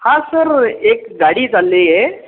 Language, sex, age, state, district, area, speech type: Marathi, male, 30-45, Maharashtra, Buldhana, rural, conversation